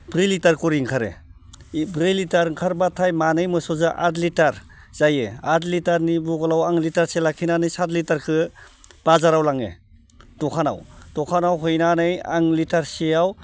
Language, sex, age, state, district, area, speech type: Bodo, male, 45-60, Assam, Baksa, urban, spontaneous